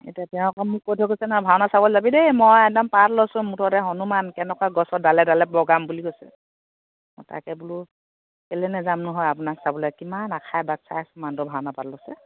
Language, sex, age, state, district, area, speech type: Assamese, female, 45-60, Assam, Dhemaji, urban, conversation